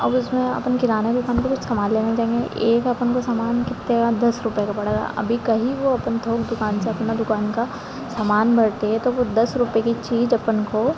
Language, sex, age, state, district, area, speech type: Hindi, female, 18-30, Madhya Pradesh, Harda, urban, spontaneous